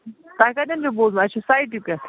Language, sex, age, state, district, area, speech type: Kashmiri, female, 30-45, Jammu and Kashmir, Bandipora, rural, conversation